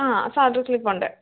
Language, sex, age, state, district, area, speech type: Malayalam, female, 30-45, Kerala, Idukki, rural, conversation